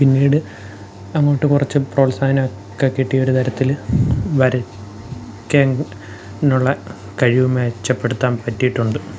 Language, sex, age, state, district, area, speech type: Malayalam, male, 18-30, Kerala, Pathanamthitta, rural, spontaneous